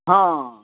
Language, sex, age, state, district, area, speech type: Maithili, female, 60+, Bihar, Araria, rural, conversation